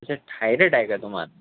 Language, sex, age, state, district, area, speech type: Marathi, male, 18-30, Maharashtra, Nagpur, urban, conversation